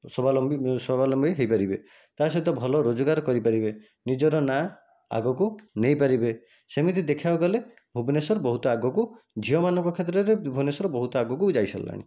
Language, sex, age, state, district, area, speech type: Odia, male, 30-45, Odisha, Nayagarh, rural, spontaneous